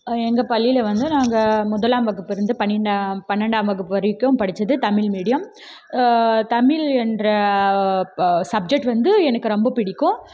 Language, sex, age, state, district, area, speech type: Tamil, female, 18-30, Tamil Nadu, Krishnagiri, rural, spontaneous